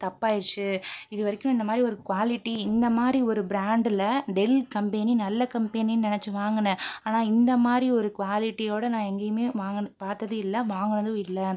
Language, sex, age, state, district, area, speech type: Tamil, female, 18-30, Tamil Nadu, Pudukkottai, rural, spontaneous